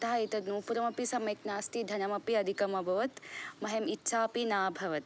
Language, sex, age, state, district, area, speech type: Sanskrit, female, 18-30, Karnataka, Belgaum, urban, spontaneous